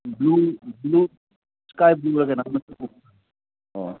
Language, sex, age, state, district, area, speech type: Manipuri, male, 30-45, Manipur, Churachandpur, rural, conversation